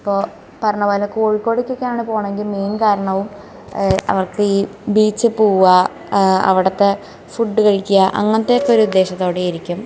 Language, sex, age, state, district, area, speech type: Malayalam, female, 18-30, Kerala, Thrissur, urban, spontaneous